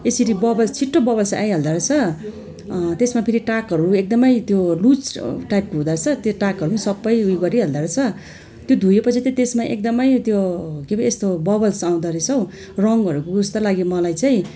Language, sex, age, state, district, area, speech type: Nepali, female, 45-60, West Bengal, Darjeeling, rural, spontaneous